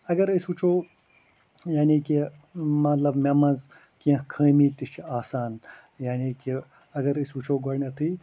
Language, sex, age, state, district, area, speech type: Kashmiri, male, 30-45, Jammu and Kashmir, Ganderbal, rural, spontaneous